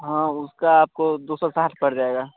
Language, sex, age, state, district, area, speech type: Hindi, male, 18-30, Bihar, Begusarai, rural, conversation